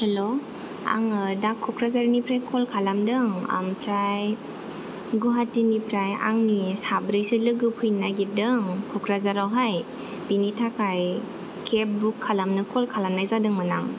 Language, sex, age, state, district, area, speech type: Bodo, female, 18-30, Assam, Kokrajhar, rural, spontaneous